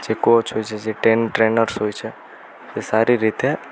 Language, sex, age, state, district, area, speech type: Gujarati, male, 18-30, Gujarat, Rajkot, rural, spontaneous